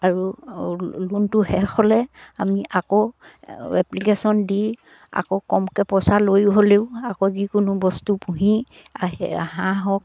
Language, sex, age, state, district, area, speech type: Assamese, female, 60+, Assam, Dibrugarh, rural, spontaneous